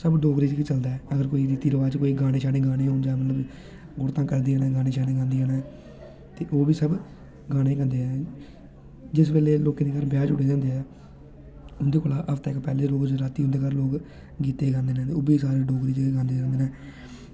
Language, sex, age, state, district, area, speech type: Dogri, male, 18-30, Jammu and Kashmir, Samba, rural, spontaneous